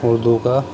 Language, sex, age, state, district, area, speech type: Urdu, male, 30-45, Uttar Pradesh, Muzaffarnagar, urban, spontaneous